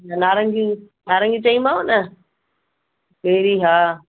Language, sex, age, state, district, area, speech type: Sindhi, female, 45-60, Gujarat, Kutch, urban, conversation